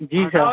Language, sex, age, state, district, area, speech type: Hindi, male, 18-30, Madhya Pradesh, Hoshangabad, urban, conversation